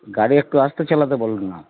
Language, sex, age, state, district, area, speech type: Bengali, male, 30-45, West Bengal, Darjeeling, rural, conversation